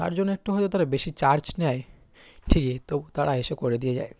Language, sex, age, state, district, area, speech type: Bengali, male, 18-30, West Bengal, South 24 Parganas, rural, spontaneous